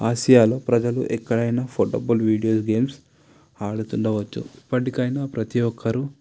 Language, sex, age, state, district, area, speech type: Telugu, male, 18-30, Telangana, Sangareddy, urban, spontaneous